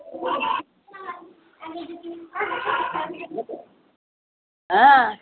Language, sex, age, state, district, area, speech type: Bengali, female, 18-30, West Bengal, Murshidabad, rural, conversation